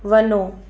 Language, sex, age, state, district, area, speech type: Sindhi, female, 18-30, Gujarat, Surat, urban, read